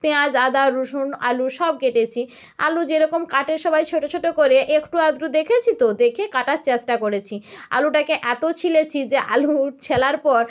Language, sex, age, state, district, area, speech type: Bengali, female, 30-45, West Bengal, North 24 Parganas, rural, spontaneous